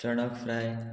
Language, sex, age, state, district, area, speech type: Goan Konkani, male, 18-30, Goa, Murmgao, rural, spontaneous